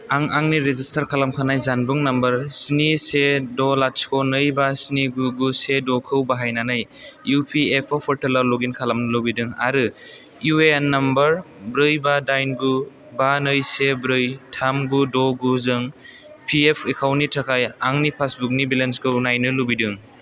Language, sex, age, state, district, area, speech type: Bodo, male, 18-30, Assam, Chirang, urban, read